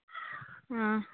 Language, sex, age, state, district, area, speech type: Malayalam, female, 18-30, Kerala, Kannur, rural, conversation